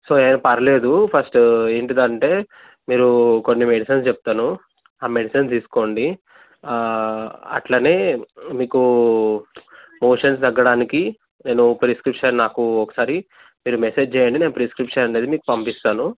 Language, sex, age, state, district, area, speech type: Telugu, male, 18-30, Telangana, Medchal, urban, conversation